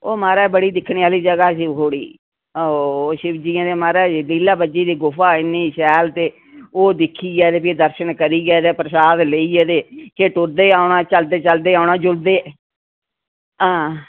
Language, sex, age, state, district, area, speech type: Dogri, female, 60+, Jammu and Kashmir, Reasi, urban, conversation